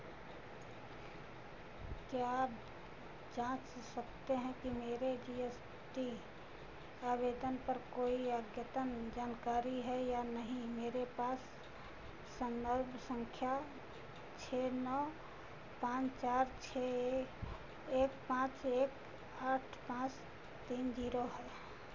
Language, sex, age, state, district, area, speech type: Hindi, female, 60+, Uttar Pradesh, Ayodhya, urban, read